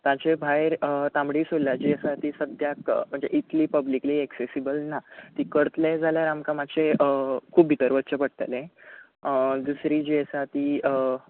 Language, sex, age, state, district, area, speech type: Goan Konkani, male, 18-30, Goa, Bardez, rural, conversation